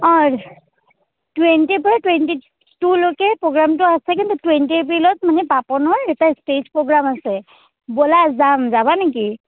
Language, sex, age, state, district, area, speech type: Assamese, female, 30-45, Assam, Charaideo, urban, conversation